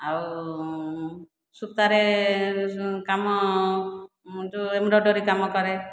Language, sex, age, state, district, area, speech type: Odia, female, 45-60, Odisha, Khordha, rural, spontaneous